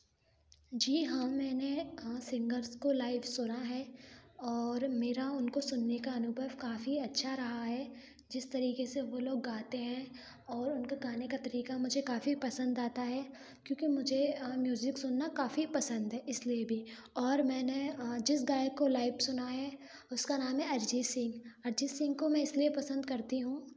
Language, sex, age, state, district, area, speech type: Hindi, female, 18-30, Madhya Pradesh, Gwalior, urban, spontaneous